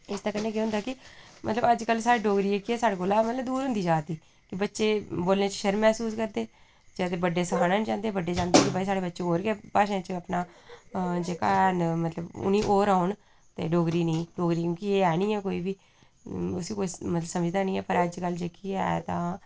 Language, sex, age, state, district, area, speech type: Dogri, female, 30-45, Jammu and Kashmir, Udhampur, rural, spontaneous